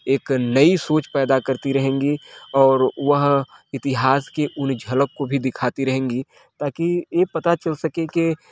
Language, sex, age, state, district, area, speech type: Hindi, male, 30-45, Uttar Pradesh, Mirzapur, rural, spontaneous